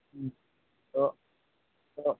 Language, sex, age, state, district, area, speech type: Santali, male, 18-30, West Bengal, Malda, rural, conversation